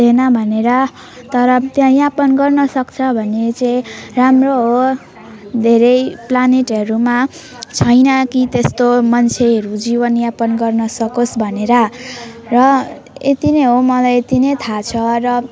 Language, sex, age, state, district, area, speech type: Nepali, female, 18-30, West Bengal, Alipurduar, urban, spontaneous